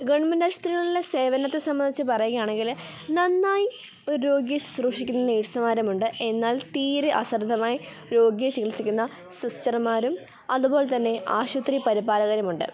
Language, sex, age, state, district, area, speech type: Malayalam, female, 18-30, Kerala, Kottayam, rural, spontaneous